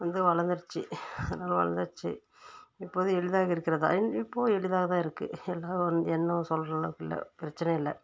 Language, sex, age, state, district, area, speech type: Tamil, female, 30-45, Tamil Nadu, Tirupattur, rural, spontaneous